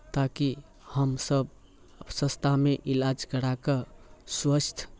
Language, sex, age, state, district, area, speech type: Maithili, male, 30-45, Bihar, Muzaffarpur, urban, spontaneous